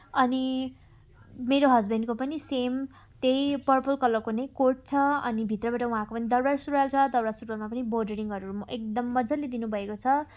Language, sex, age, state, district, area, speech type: Nepali, female, 18-30, West Bengal, Darjeeling, rural, spontaneous